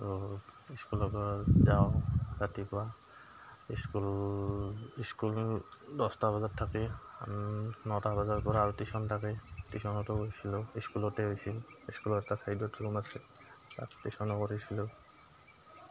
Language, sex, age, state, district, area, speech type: Assamese, male, 30-45, Assam, Goalpara, urban, spontaneous